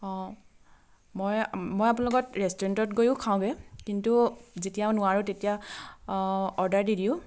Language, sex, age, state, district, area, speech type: Assamese, female, 30-45, Assam, Charaideo, rural, spontaneous